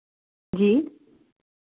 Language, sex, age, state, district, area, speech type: Hindi, female, 30-45, Madhya Pradesh, Betul, urban, conversation